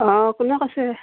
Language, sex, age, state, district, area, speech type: Assamese, female, 60+, Assam, Dibrugarh, rural, conversation